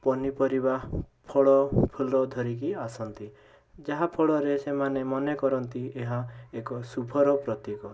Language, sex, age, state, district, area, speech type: Odia, male, 18-30, Odisha, Bhadrak, rural, spontaneous